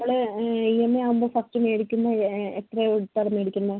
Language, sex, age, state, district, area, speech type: Malayalam, female, 18-30, Kerala, Wayanad, rural, conversation